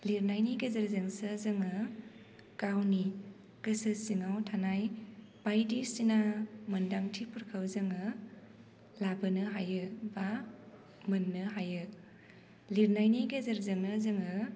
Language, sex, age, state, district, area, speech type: Bodo, female, 18-30, Assam, Baksa, rural, spontaneous